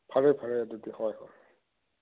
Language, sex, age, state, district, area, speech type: Manipuri, male, 45-60, Manipur, Chandel, rural, conversation